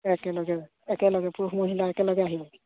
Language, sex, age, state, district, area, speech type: Assamese, female, 45-60, Assam, Sivasagar, rural, conversation